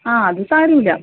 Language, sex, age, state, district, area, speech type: Malayalam, female, 30-45, Kerala, Kannur, rural, conversation